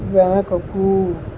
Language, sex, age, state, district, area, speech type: Telugu, male, 60+, Andhra Pradesh, Vizianagaram, rural, read